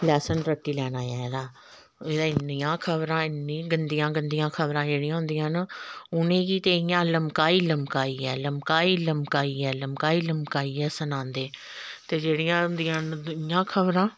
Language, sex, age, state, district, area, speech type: Dogri, female, 45-60, Jammu and Kashmir, Samba, rural, spontaneous